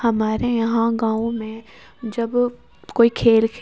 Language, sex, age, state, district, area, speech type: Urdu, female, 18-30, Uttar Pradesh, Ghaziabad, rural, spontaneous